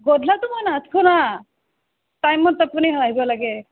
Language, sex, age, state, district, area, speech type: Assamese, female, 30-45, Assam, Nalbari, rural, conversation